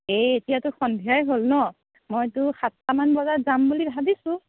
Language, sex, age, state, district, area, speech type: Assamese, female, 18-30, Assam, Morigaon, rural, conversation